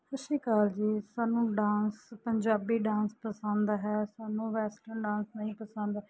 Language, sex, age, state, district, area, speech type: Punjabi, female, 30-45, Punjab, Mansa, urban, spontaneous